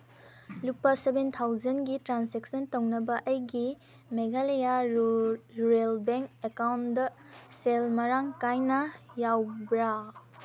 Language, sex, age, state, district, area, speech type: Manipuri, female, 18-30, Manipur, Kangpokpi, rural, read